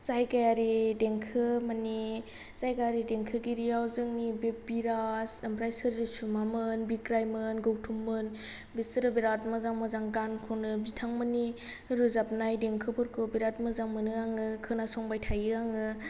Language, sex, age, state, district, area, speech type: Bodo, female, 18-30, Assam, Kokrajhar, rural, spontaneous